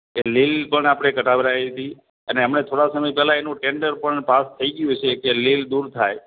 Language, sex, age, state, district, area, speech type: Gujarati, male, 30-45, Gujarat, Morbi, urban, conversation